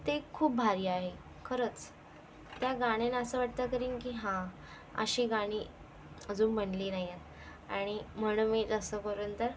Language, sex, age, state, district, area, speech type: Marathi, female, 18-30, Maharashtra, Thane, urban, spontaneous